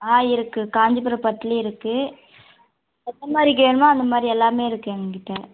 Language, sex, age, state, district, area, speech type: Tamil, female, 18-30, Tamil Nadu, Tiruvannamalai, rural, conversation